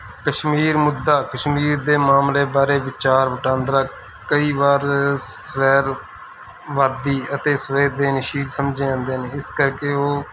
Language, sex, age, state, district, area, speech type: Punjabi, male, 30-45, Punjab, Mansa, urban, spontaneous